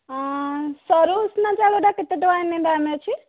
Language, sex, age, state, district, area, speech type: Odia, female, 30-45, Odisha, Dhenkanal, rural, conversation